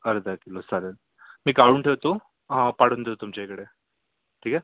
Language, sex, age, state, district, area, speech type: Marathi, male, 30-45, Maharashtra, Yavatmal, urban, conversation